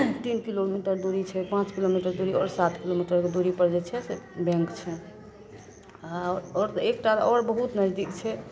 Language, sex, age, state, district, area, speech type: Maithili, female, 45-60, Bihar, Madhepura, rural, spontaneous